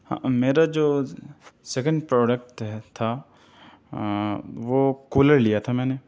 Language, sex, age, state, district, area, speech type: Urdu, male, 18-30, Delhi, Central Delhi, rural, spontaneous